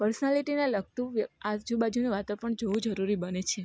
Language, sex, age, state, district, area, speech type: Gujarati, female, 30-45, Gujarat, Rajkot, rural, spontaneous